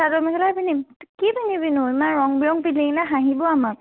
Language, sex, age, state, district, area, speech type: Assamese, female, 30-45, Assam, Lakhimpur, rural, conversation